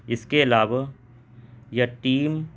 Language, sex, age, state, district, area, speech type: Urdu, male, 30-45, Delhi, North East Delhi, urban, spontaneous